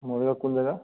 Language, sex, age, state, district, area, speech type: Assamese, male, 45-60, Assam, Morigaon, rural, conversation